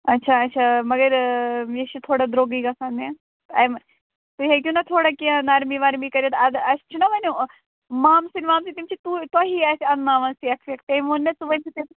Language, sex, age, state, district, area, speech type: Kashmiri, female, 45-60, Jammu and Kashmir, Ganderbal, rural, conversation